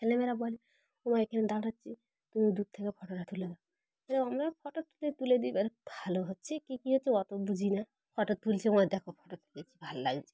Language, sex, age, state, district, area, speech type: Bengali, female, 30-45, West Bengal, Dakshin Dinajpur, urban, spontaneous